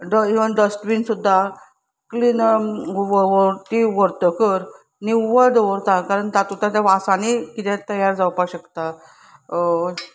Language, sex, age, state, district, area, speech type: Goan Konkani, female, 45-60, Goa, Salcete, urban, spontaneous